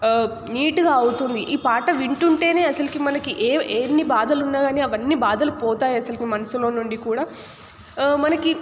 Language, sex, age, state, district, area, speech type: Telugu, female, 18-30, Telangana, Nalgonda, urban, spontaneous